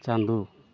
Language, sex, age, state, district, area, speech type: Santali, male, 30-45, West Bengal, Malda, rural, spontaneous